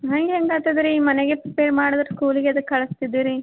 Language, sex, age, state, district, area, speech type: Kannada, female, 18-30, Karnataka, Gulbarga, urban, conversation